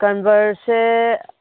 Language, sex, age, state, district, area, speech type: Manipuri, female, 30-45, Manipur, Kangpokpi, urban, conversation